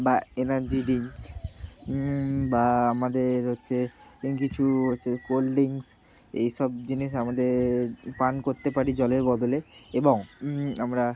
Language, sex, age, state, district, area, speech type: Bengali, male, 30-45, West Bengal, Bankura, urban, spontaneous